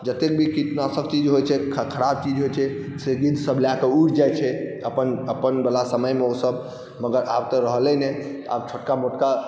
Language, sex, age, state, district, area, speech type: Maithili, male, 18-30, Bihar, Saharsa, rural, spontaneous